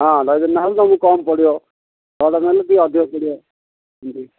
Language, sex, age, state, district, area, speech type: Odia, male, 60+, Odisha, Gajapati, rural, conversation